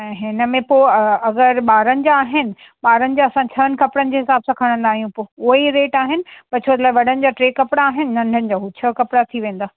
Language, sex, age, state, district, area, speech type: Sindhi, female, 45-60, Uttar Pradesh, Lucknow, rural, conversation